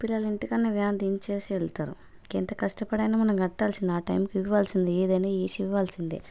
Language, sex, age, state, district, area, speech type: Telugu, female, 30-45, Telangana, Hanamkonda, rural, spontaneous